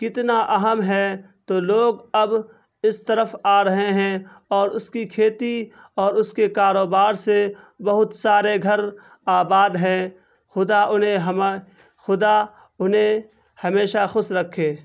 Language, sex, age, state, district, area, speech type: Urdu, male, 18-30, Bihar, Purnia, rural, spontaneous